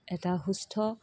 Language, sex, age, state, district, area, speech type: Assamese, female, 30-45, Assam, Dibrugarh, urban, spontaneous